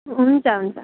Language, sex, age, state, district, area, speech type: Nepali, female, 18-30, West Bengal, Jalpaiguri, rural, conversation